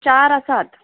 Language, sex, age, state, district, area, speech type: Goan Konkani, female, 30-45, Goa, Quepem, rural, conversation